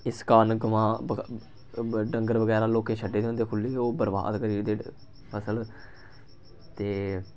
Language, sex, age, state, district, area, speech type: Dogri, male, 18-30, Jammu and Kashmir, Samba, rural, spontaneous